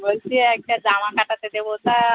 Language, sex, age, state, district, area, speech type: Bengali, female, 30-45, West Bengal, Birbhum, urban, conversation